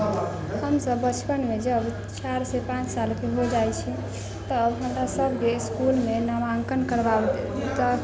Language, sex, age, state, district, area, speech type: Maithili, female, 30-45, Bihar, Sitamarhi, rural, spontaneous